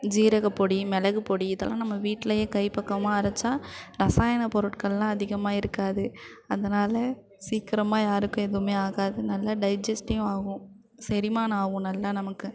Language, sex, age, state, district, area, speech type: Tamil, female, 30-45, Tamil Nadu, Thanjavur, urban, spontaneous